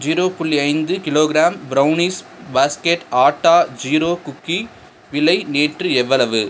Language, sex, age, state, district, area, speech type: Tamil, male, 45-60, Tamil Nadu, Cuddalore, rural, read